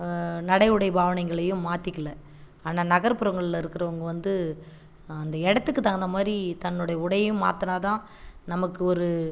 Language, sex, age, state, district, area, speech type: Tamil, female, 45-60, Tamil Nadu, Viluppuram, rural, spontaneous